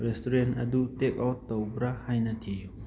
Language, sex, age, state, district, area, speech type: Manipuri, male, 30-45, Manipur, Thoubal, rural, read